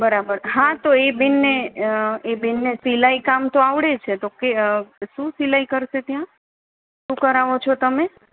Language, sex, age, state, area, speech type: Gujarati, female, 30-45, Gujarat, urban, conversation